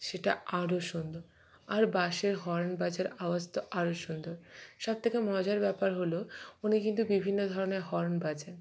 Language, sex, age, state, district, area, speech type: Bengali, female, 45-60, West Bengal, Purba Bardhaman, urban, spontaneous